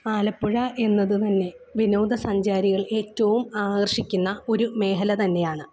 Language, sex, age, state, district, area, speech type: Malayalam, female, 30-45, Kerala, Alappuzha, rural, spontaneous